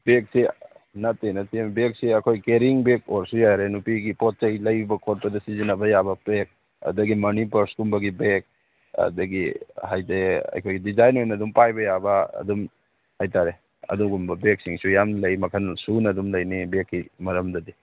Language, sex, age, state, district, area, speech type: Manipuri, male, 45-60, Manipur, Churachandpur, rural, conversation